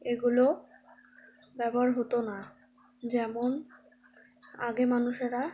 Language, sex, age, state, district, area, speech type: Bengali, female, 18-30, West Bengal, Alipurduar, rural, spontaneous